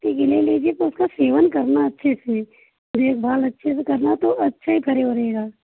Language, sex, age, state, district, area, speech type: Hindi, female, 30-45, Uttar Pradesh, Prayagraj, urban, conversation